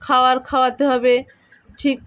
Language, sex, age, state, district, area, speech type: Bengali, female, 30-45, West Bengal, Dakshin Dinajpur, urban, spontaneous